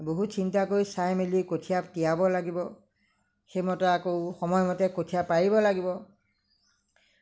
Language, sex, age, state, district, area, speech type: Assamese, female, 60+, Assam, Lakhimpur, rural, spontaneous